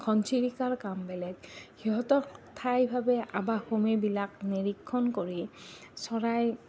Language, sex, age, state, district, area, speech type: Assamese, female, 30-45, Assam, Goalpara, urban, spontaneous